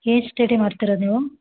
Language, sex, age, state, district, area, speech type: Kannada, female, 30-45, Karnataka, Hassan, urban, conversation